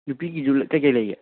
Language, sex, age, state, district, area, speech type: Manipuri, male, 18-30, Manipur, Kangpokpi, urban, conversation